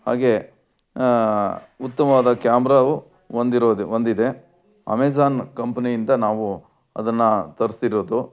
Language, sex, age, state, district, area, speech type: Kannada, male, 60+, Karnataka, Chitradurga, rural, spontaneous